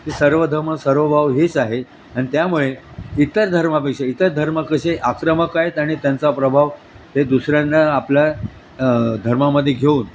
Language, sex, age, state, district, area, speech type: Marathi, male, 60+, Maharashtra, Thane, urban, spontaneous